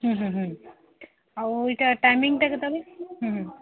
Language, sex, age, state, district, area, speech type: Odia, female, 60+, Odisha, Gajapati, rural, conversation